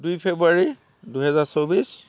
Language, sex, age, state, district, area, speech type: Assamese, male, 60+, Assam, Tinsukia, rural, spontaneous